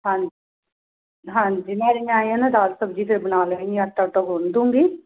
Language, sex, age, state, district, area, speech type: Punjabi, female, 30-45, Punjab, Muktsar, urban, conversation